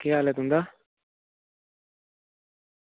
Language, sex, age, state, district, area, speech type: Dogri, female, 30-45, Jammu and Kashmir, Reasi, urban, conversation